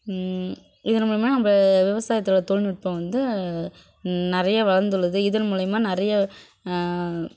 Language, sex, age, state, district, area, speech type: Tamil, female, 18-30, Tamil Nadu, Kallakurichi, urban, spontaneous